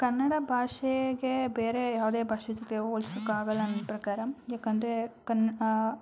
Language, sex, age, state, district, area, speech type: Kannada, female, 18-30, Karnataka, Tumkur, urban, spontaneous